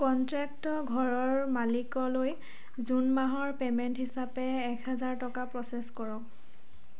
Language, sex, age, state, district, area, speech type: Assamese, female, 18-30, Assam, Dhemaji, rural, read